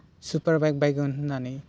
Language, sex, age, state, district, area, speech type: Bodo, male, 18-30, Assam, Udalguri, urban, spontaneous